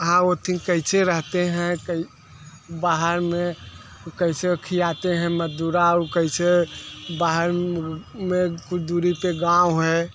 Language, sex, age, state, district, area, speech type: Hindi, male, 60+, Uttar Pradesh, Mirzapur, urban, spontaneous